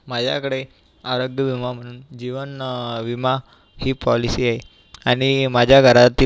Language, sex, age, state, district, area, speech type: Marathi, male, 18-30, Maharashtra, Buldhana, urban, spontaneous